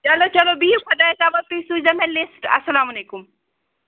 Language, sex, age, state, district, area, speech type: Kashmiri, female, 30-45, Jammu and Kashmir, Srinagar, urban, conversation